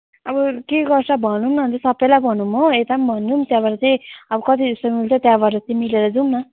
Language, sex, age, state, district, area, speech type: Nepali, female, 18-30, West Bengal, Kalimpong, rural, conversation